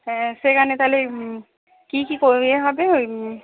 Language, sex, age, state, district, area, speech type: Bengali, female, 45-60, West Bengal, Hooghly, rural, conversation